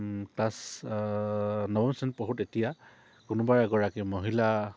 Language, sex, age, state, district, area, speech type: Assamese, male, 45-60, Assam, Dibrugarh, urban, spontaneous